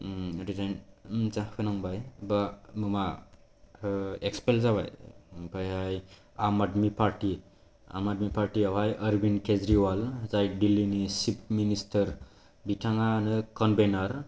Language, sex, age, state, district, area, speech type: Bodo, male, 18-30, Assam, Kokrajhar, urban, spontaneous